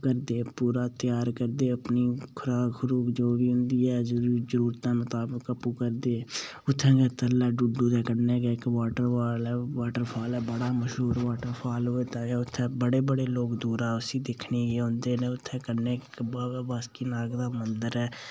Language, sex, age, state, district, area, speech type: Dogri, male, 18-30, Jammu and Kashmir, Udhampur, rural, spontaneous